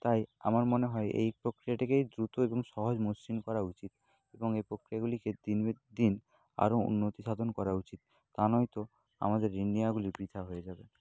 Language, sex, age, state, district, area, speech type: Bengali, male, 30-45, West Bengal, Nadia, rural, spontaneous